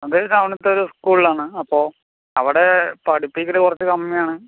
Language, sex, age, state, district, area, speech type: Malayalam, male, 18-30, Kerala, Palakkad, rural, conversation